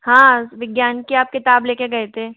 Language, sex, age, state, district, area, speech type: Hindi, male, 60+, Rajasthan, Jaipur, urban, conversation